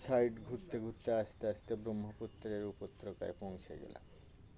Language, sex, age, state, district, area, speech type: Bengali, male, 60+, West Bengal, Birbhum, urban, spontaneous